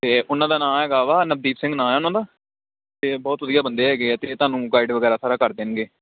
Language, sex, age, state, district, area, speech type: Punjabi, male, 18-30, Punjab, Amritsar, urban, conversation